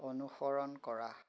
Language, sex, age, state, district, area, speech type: Assamese, male, 30-45, Assam, Biswanath, rural, read